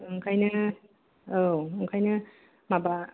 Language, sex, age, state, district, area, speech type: Bodo, female, 45-60, Assam, Kokrajhar, urban, conversation